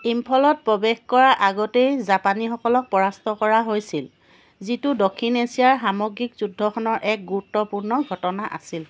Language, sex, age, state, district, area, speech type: Assamese, female, 45-60, Assam, Charaideo, urban, read